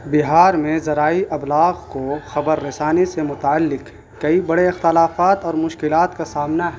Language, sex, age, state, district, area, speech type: Urdu, male, 18-30, Bihar, Gaya, urban, spontaneous